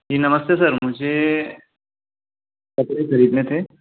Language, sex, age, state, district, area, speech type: Hindi, male, 18-30, Madhya Pradesh, Ujjain, rural, conversation